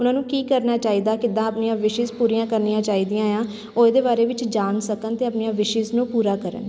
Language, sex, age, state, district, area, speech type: Punjabi, female, 30-45, Punjab, Shaheed Bhagat Singh Nagar, urban, spontaneous